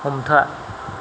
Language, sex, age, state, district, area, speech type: Bodo, male, 45-60, Assam, Kokrajhar, rural, read